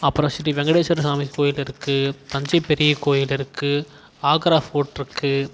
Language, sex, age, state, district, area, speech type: Tamil, male, 18-30, Tamil Nadu, Tiruvannamalai, urban, spontaneous